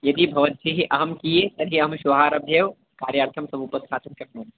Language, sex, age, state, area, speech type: Sanskrit, male, 30-45, Madhya Pradesh, urban, conversation